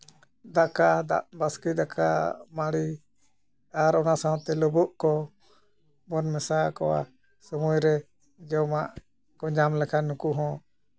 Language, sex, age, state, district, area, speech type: Santali, male, 45-60, West Bengal, Jhargram, rural, spontaneous